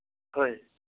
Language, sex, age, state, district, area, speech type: Manipuri, male, 60+, Manipur, Churachandpur, urban, conversation